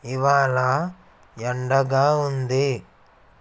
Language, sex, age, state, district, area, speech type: Telugu, male, 18-30, Andhra Pradesh, Eluru, urban, read